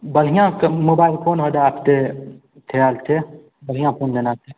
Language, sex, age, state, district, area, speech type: Hindi, male, 18-30, Bihar, Begusarai, rural, conversation